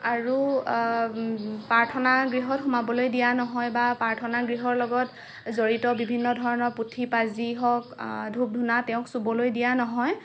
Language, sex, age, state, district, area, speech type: Assamese, female, 18-30, Assam, Lakhimpur, rural, spontaneous